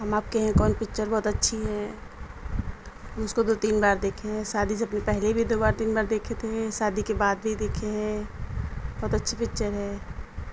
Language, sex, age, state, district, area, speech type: Urdu, female, 30-45, Uttar Pradesh, Mirzapur, rural, spontaneous